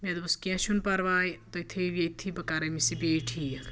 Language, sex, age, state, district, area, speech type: Kashmiri, female, 30-45, Jammu and Kashmir, Anantnag, rural, spontaneous